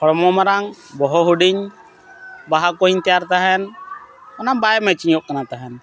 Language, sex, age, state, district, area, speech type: Santali, male, 45-60, Jharkhand, Bokaro, rural, spontaneous